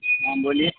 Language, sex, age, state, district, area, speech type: Urdu, male, 18-30, Bihar, Khagaria, rural, conversation